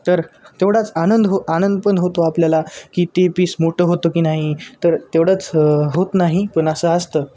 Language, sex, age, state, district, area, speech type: Marathi, male, 18-30, Maharashtra, Nanded, urban, spontaneous